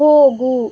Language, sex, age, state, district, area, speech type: Kannada, female, 18-30, Karnataka, Udupi, rural, read